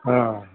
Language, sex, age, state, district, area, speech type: Sindhi, male, 60+, Uttar Pradesh, Lucknow, urban, conversation